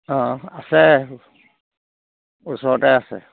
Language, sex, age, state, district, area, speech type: Assamese, male, 60+, Assam, Sivasagar, rural, conversation